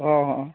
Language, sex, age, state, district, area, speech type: Odia, male, 45-60, Odisha, Nuapada, urban, conversation